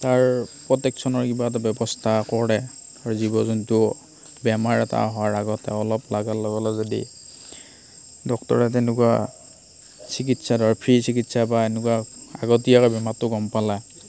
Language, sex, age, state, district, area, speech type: Assamese, male, 30-45, Assam, Darrang, rural, spontaneous